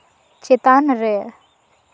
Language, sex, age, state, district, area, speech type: Santali, female, 18-30, West Bengal, Purba Bardhaman, rural, read